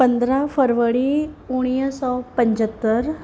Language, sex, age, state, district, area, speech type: Sindhi, female, 45-60, Maharashtra, Mumbai Suburban, urban, spontaneous